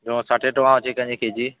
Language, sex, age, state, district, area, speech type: Odia, male, 18-30, Odisha, Balangir, urban, conversation